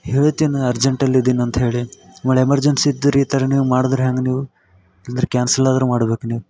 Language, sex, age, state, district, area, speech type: Kannada, male, 18-30, Karnataka, Yadgir, rural, spontaneous